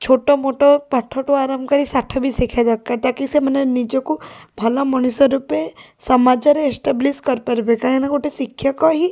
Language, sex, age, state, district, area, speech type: Odia, female, 30-45, Odisha, Puri, urban, spontaneous